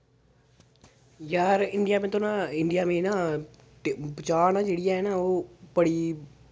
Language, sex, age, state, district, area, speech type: Dogri, male, 18-30, Jammu and Kashmir, Samba, rural, spontaneous